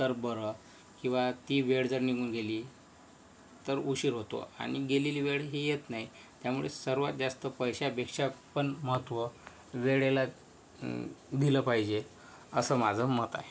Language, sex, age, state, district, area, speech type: Marathi, male, 60+, Maharashtra, Yavatmal, rural, spontaneous